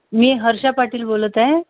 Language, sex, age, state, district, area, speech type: Marathi, female, 30-45, Maharashtra, Thane, urban, conversation